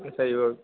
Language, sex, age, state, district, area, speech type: Tamil, male, 18-30, Tamil Nadu, Perambalur, urban, conversation